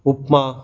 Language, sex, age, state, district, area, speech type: Telugu, male, 18-30, Andhra Pradesh, Sri Balaji, rural, spontaneous